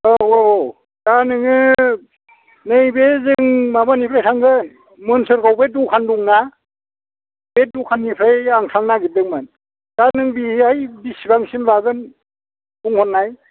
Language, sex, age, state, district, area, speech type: Bodo, male, 60+, Assam, Kokrajhar, urban, conversation